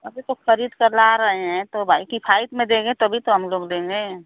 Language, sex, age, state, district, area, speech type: Hindi, female, 45-60, Uttar Pradesh, Mau, rural, conversation